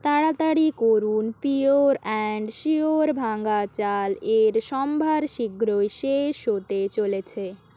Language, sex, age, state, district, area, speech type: Bengali, female, 30-45, West Bengal, Nadia, rural, read